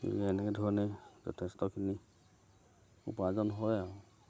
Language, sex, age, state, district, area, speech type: Assamese, male, 60+, Assam, Lakhimpur, urban, spontaneous